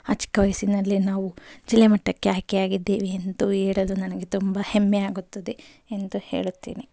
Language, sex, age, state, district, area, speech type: Kannada, female, 30-45, Karnataka, Tumkur, rural, spontaneous